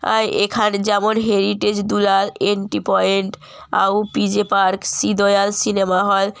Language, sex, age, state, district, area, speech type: Bengali, female, 18-30, West Bengal, Jalpaiguri, rural, spontaneous